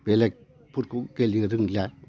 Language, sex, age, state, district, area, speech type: Bodo, male, 60+, Assam, Udalguri, rural, spontaneous